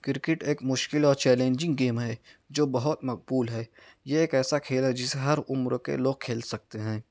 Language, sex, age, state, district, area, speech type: Urdu, male, 18-30, Maharashtra, Nashik, rural, spontaneous